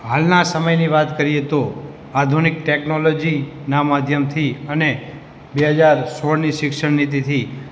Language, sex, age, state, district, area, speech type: Gujarati, male, 18-30, Gujarat, Morbi, urban, spontaneous